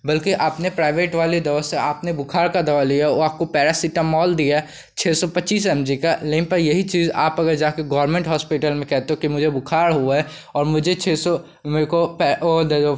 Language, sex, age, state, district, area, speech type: Hindi, male, 18-30, Uttar Pradesh, Pratapgarh, rural, spontaneous